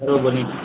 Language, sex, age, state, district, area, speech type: Hindi, male, 45-60, Uttar Pradesh, Ayodhya, rural, conversation